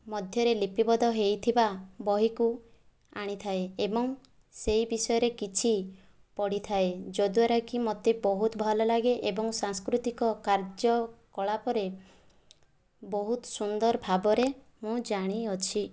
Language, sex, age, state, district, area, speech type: Odia, female, 18-30, Odisha, Kandhamal, rural, spontaneous